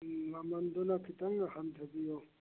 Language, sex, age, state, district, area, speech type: Manipuri, male, 60+, Manipur, Churachandpur, urban, conversation